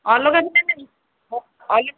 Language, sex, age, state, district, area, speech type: Odia, female, 45-60, Odisha, Kandhamal, rural, conversation